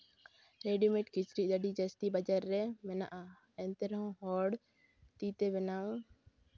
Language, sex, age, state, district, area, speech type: Santali, female, 18-30, West Bengal, Jhargram, rural, spontaneous